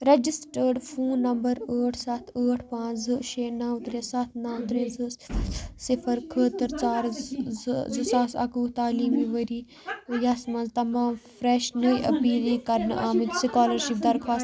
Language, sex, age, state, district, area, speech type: Kashmiri, female, 18-30, Jammu and Kashmir, Kupwara, rural, read